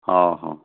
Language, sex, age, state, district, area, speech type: Odia, male, 45-60, Odisha, Mayurbhanj, rural, conversation